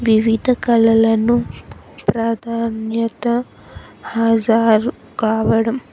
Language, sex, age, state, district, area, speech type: Telugu, female, 18-30, Telangana, Jayashankar, urban, spontaneous